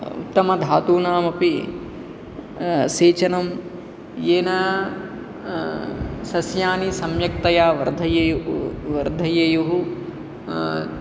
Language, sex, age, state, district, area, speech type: Sanskrit, male, 18-30, Andhra Pradesh, Guntur, urban, spontaneous